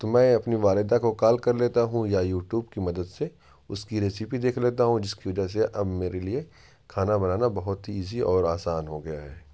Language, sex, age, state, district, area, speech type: Urdu, male, 18-30, Uttar Pradesh, Ghaziabad, urban, spontaneous